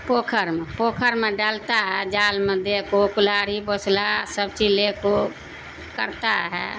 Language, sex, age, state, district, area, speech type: Urdu, female, 60+, Bihar, Darbhanga, rural, spontaneous